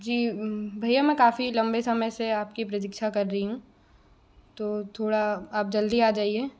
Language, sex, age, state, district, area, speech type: Hindi, female, 18-30, Madhya Pradesh, Bhopal, urban, spontaneous